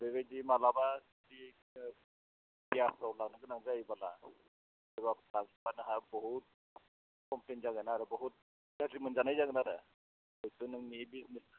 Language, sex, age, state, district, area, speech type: Bodo, male, 45-60, Assam, Udalguri, rural, conversation